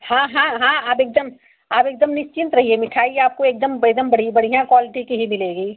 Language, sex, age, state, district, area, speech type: Hindi, female, 45-60, Uttar Pradesh, Azamgarh, rural, conversation